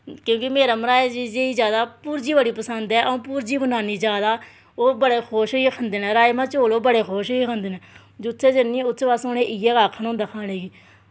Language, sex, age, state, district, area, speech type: Dogri, female, 30-45, Jammu and Kashmir, Samba, rural, spontaneous